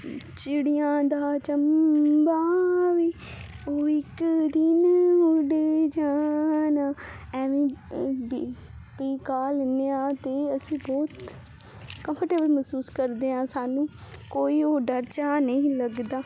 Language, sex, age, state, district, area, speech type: Punjabi, female, 18-30, Punjab, Fazilka, rural, spontaneous